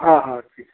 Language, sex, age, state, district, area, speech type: Hindi, male, 45-60, Uttar Pradesh, Prayagraj, rural, conversation